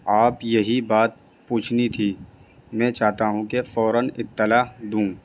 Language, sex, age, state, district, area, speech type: Urdu, male, 18-30, Delhi, North East Delhi, urban, spontaneous